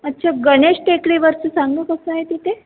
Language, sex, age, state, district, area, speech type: Marathi, female, 30-45, Maharashtra, Nagpur, urban, conversation